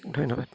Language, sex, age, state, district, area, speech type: Assamese, male, 30-45, Assam, Udalguri, rural, spontaneous